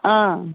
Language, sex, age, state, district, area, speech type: Kashmiri, female, 30-45, Jammu and Kashmir, Bandipora, rural, conversation